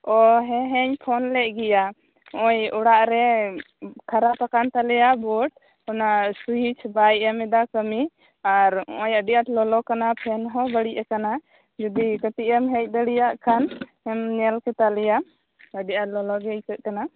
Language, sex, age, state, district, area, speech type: Santali, female, 18-30, West Bengal, Birbhum, rural, conversation